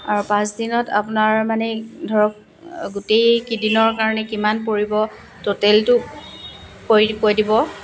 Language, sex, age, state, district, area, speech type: Assamese, female, 45-60, Assam, Dibrugarh, rural, spontaneous